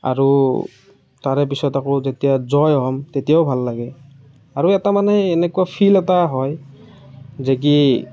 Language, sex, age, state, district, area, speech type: Assamese, male, 30-45, Assam, Morigaon, rural, spontaneous